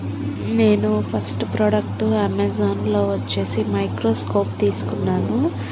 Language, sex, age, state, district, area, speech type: Telugu, female, 18-30, Andhra Pradesh, Palnadu, rural, spontaneous